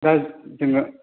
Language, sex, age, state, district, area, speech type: Bodo, male, 18-30, Assam, Chirang, urban, conversation